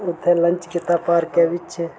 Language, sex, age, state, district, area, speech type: Dogri, male, 18-30, Jammu and Kashmir, Reasi, rural, spontaneous